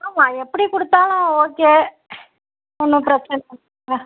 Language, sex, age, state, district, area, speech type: Tamil, female, 45-60, Tamil Nadu, Tiruchirappalli, rural, conversation